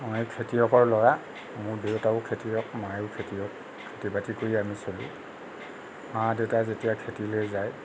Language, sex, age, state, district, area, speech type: Assamese, male, 30-45, Assam, Nagaon, rural, spontaneous